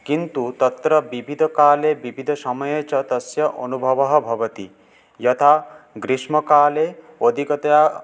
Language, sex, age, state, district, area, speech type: Sanskrit, male, 18-30, West Bengal, Paschim Medinipur, urban, spontaneous